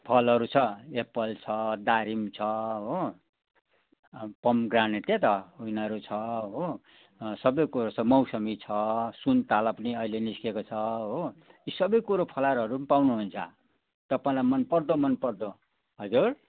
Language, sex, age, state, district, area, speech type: Nepali, male, 60+, West Bengal, Jalpaiguri, urban, conversation